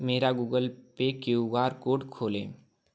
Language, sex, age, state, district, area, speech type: Hindi, male, 18-30, Uttar Pradesh, Chandauli, rural, read